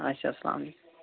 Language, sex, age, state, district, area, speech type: Kashmiri, female, 30-45, Jammu and Kashmir, Kulgam, rural, conversation